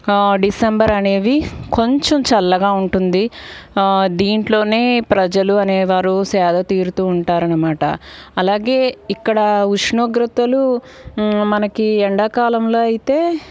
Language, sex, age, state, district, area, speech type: Telugu, female, 45-60, Andhra Pradesh, Guntur, urban, spontaneous